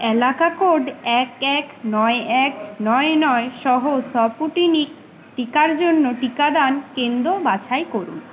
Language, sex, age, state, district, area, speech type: Bengali, female, 18-30, West Bengal, Uttar Dinajpur, urban, read